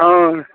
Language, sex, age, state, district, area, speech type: Maithili, male, 60+, Bihar, Muzaffarpur, urban, conversation